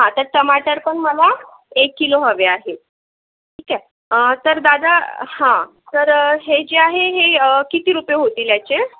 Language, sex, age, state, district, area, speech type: Marathi, female, 45-60, Maharashtra, Yavatmal, urban, conversation